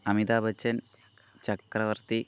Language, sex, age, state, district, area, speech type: Malayalam, male, 18-30, Kerala, Thiruvananthapuram, rural, spontaneous